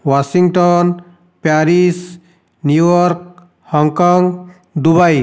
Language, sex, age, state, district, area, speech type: Odia, male, 45-60, Odisha, Dhenkanal, rural, spontaneous